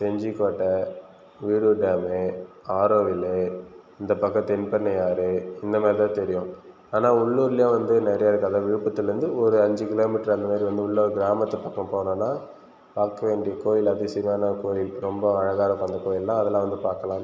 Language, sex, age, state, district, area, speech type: Tamil, male, 30-45, Tamil Nadu, Viluppuram, rural, spontaneous